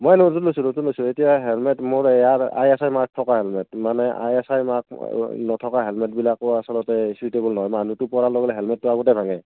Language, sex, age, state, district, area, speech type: Assamese, male, 30-45, Assam, Kamrup Metropolitan, urban, conversation